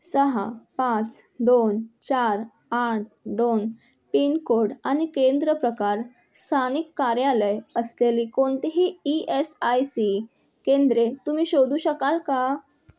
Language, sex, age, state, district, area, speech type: Marathi, female, 18-30, Maharashtra, Thane, urban, read